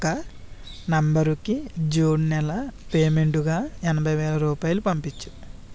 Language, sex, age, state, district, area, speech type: Telugu, male, 18-30, Andhra Pradesh, Konaseema, rural, read